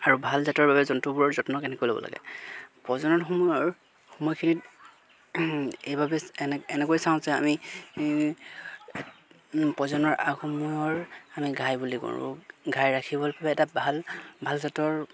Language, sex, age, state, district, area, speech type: Assamese, male, 30-45, Assam, Golaghat, rural, spontaneous